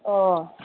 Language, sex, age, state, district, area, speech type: Manipuri, female, 30-45, Manipur, Kangpokpi, urban, conversation